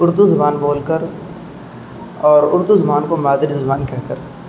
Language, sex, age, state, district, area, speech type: Urdu, male, 30-45, Uttar Pradesh, Azamgarh, rural, spontaneous